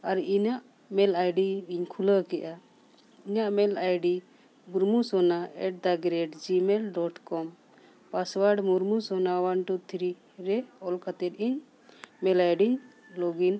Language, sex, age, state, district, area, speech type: Santali, female, 45-60, Jharkhand, Bokaro, rural, spontaneous